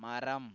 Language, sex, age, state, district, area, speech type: Tamil, male, 18-30, Tamil Nadu, Tiruvarur, urban, read